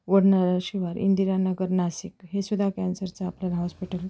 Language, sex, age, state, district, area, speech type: Marathi, female, 30-45, Maharashtra, Ahmednagar, urban, spontaneous